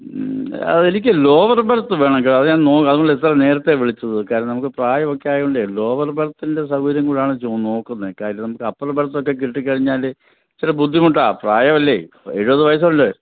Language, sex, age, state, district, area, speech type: Malayalam, male, 60+, Kerala, Pathanamthitta, rural, conversation